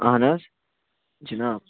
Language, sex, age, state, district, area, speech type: Kashmiri, male, 45-60, Jammu and Kashmir, Srinagar, urban, conversation